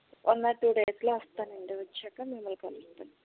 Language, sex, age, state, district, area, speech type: Telugu, female, 18-30, Andhra Pradesh, Anakapalli, urban, conversation